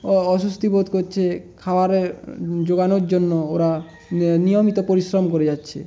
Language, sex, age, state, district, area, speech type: Bengali, male, 18-30, West Bengal, Jhargram, rural, spontaneous